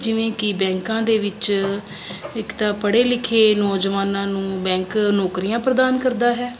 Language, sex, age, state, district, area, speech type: Punjabi, female, 30-45, Punjab, Ludhiana, urban, spontaneous